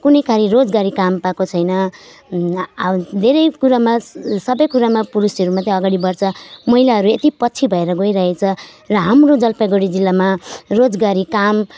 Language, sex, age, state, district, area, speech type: Nepali, female, 30-45, West Bengal, Jalpaiguri, rural, spontaneous